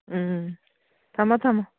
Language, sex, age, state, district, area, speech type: Manipuri, female, 60+, Manipur, Churachandpur, urban, conversation